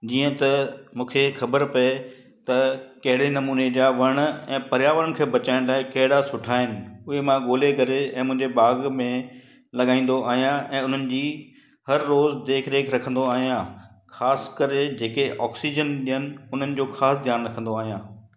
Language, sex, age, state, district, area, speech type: Sindhi, male, 60+, Gujarat, Kutch, urban, spontaneous